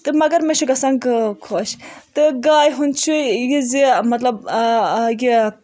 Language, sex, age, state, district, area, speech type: Kashmiri, female, 18-30, Jammu and Kashmir, Budgam, rural, spontaneous